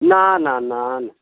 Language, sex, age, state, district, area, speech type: Bengali, male, 45-60, West Bengal, Dakshin Dinajpur, rural, conversation